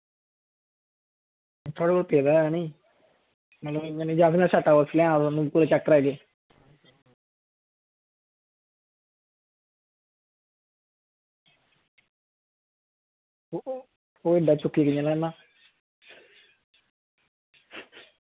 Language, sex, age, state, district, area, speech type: Dogri, male, 18-30, Jammu and Kashmir, Samba, rural, conversation